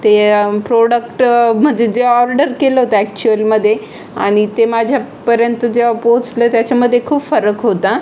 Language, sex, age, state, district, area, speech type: Marathi, female, 18-30, Maharashtra, Aurangabad, rural, spontaneous